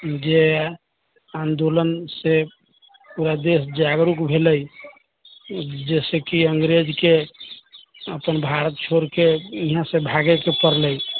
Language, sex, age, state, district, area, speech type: Maithili, male, 30-45, Bihar, Sitamarhi, rural, conversation